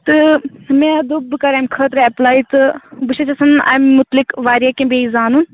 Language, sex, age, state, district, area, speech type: Kashmiri, female, 18-30, Jammu and Kashmir, Anantnag, rural, conversation